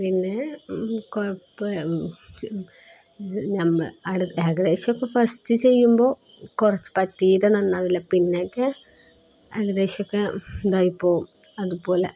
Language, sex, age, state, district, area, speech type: Malayalam, female, 30-45, Kerala, Kozhikode, rural, spontaneous